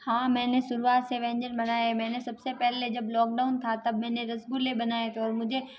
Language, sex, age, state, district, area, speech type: Hindi, female, 45-60, Rajasthan, Jodhpur, urban, spontaneous